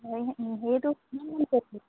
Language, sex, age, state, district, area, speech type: Assamese, female, 30-45, Assam, Dibrugarh, rural, conversation